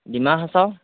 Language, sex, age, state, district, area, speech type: Assamese, male, 18-30, Assam, Sivasagar, rural, conversation